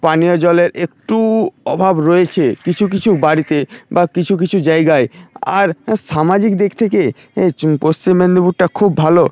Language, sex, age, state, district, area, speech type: Bengali, male, 45-60, West Bengal, Paschim Medinipur, rural, spontaneous